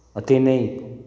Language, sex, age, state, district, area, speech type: Nepali, male, 60+, West Bengal, Kalimpong, rural, spontaneous